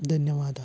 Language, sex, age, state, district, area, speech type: Sanskrit, male, 18-30, Karnataka, Vijayanagara, rural, spontaneous